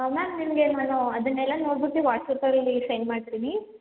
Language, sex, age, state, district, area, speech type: Kannada, female, 18-30, Karnataka, Mandya, rural, conversation